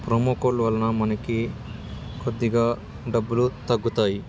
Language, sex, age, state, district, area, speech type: Telugu, male, 18-30, Andhra Pradesh, Sri Satya Sai, rural, spontaneous